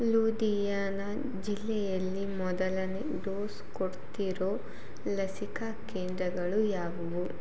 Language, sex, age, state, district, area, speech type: Kannada, female, 18-30, Karnataka, Chitradurga, rural, read